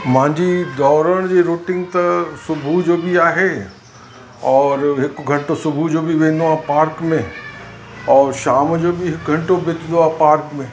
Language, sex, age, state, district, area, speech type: Sindhi, male, 60+, Uttar Pradesh, Lucknow, rural, spontaneous